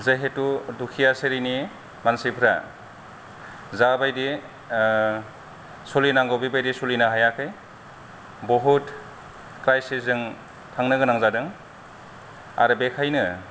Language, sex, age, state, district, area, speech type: Bodo, male, 30-45, Assam, Kokrajhar, rural, spontaneous